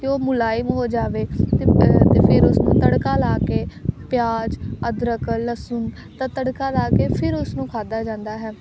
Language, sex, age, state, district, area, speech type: Punjabi, female, 18-30, Punjab, Amritsar, urban, spontaneous